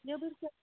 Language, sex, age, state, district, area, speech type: Kashmiri, female, 60+, Jammu and Kashmir, Srinagar, urban, conversation